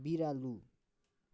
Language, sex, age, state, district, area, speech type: Nepali, male, 60+, West Bengal, Kalimpong, rural, read